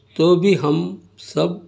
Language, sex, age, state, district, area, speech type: Urdu, male, 60+, Telangana, Hyderabad, urban, spontaneous